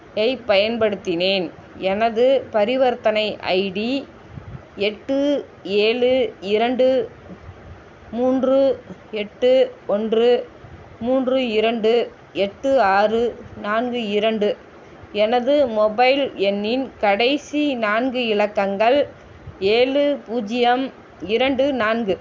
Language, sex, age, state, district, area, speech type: Tamil, female, 60+, Tamil Nadu, Tiruppur, rural, read